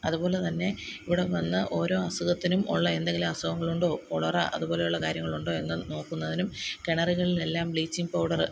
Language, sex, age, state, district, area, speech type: Malayalam, female, 30-45, Kerala, Kottayam, rural, spontaneous